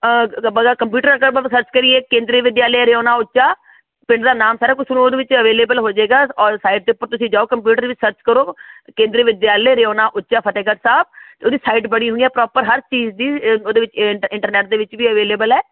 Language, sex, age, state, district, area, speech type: Punjabi, female, 45-60, Punjab, Fatehgarh Sahib, rural, conversation